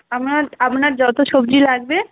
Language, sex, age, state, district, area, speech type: Bengali, female, 18-30, West Bengal, Uttar Dinajpur, urban, conversation